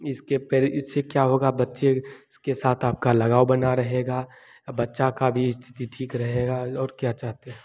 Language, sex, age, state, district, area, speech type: Hindi, male, 18-30, Bihar, Begusarai, rural, spontaneous